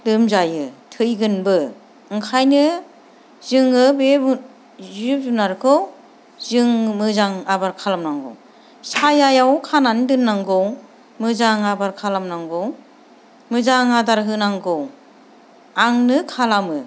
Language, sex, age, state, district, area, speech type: Bodo, female, 30-45, Assam, Kokrajhar, rural, spontaneous